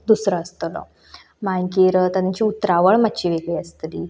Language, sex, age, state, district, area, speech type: Goan Konkani, female, 18-30, Goa, Canacona, rural, spontaneous